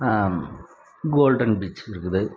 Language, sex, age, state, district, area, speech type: Tamil, male, 45-60, Tamil Nadu, Krishnagiri, rural, spontaneous